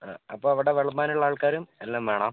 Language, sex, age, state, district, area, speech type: Malayalam, male, 30-45, Kerala, Wayanad, rural, conversation